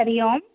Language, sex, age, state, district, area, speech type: Sanskrit, female, 30-45, Telangana, Hyderabad, urban, conversation